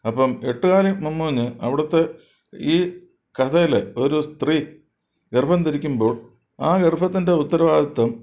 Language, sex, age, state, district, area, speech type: Malayalam, male, 60+, Kerala, Thiruvananthapuram, urban, spontaneous